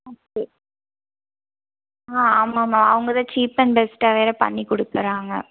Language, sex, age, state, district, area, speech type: Tamil, female, 18-30, Tamil Nadu, Madurai, urban, conversation